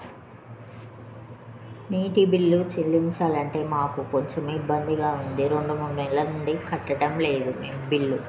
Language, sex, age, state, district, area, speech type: Telugu, female, 30-45, Telangana, Jagtial, rural, spontaneous